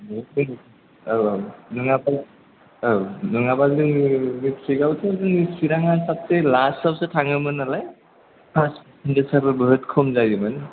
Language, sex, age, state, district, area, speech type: Bodo, male, 18-30, Assam, Chirang, rural, conversation